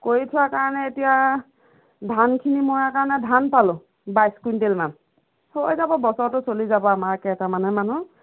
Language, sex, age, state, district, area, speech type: Assamese, female, 45-60, Assam, Golaghat, rural, conversation